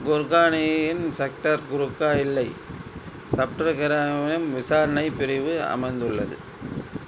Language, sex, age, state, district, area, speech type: Tamil, male, 60+, Tamil Nadu, Dharmapuri, rural, read